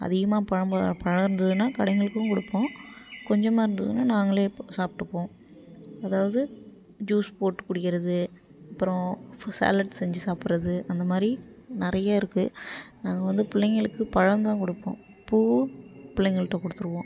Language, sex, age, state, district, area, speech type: Tamil, female, 45-60, Tamil Nadu, Ariyalur, rural, spontaneous